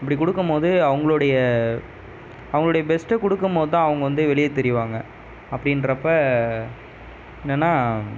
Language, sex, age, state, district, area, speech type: Tamil, male, 18-30, Tamil Nadu, Viluppuram, urban, spontaneous